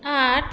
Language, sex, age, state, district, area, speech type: Maithili, female, 30-45, Bihar, Madhubani, urban, read